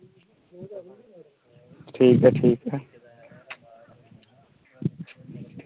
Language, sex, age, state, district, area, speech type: Dogri, male, 30-45, Jammu and Kashmir, Udhampur, rural, conversation